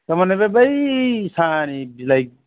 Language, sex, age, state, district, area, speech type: Bodo, male, 45-60, Assam, Chirang, urban, conversation